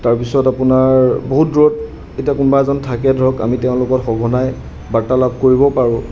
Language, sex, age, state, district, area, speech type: Assamese, male, 30-45, Assam, Golaghat, urban, spontaneous